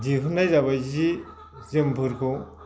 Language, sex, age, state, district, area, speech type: Bodo, male, 45-60, Assam, Baksa, rural, spontaneous